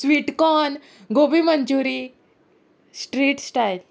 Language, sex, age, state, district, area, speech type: Goan Konkani, female, 18-30, Goa, Murmgao, rural, spontaneous